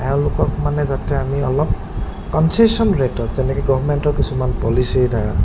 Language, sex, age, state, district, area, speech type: Assamese, male, 30-45, Assam, Goalpara, urban, spontaneous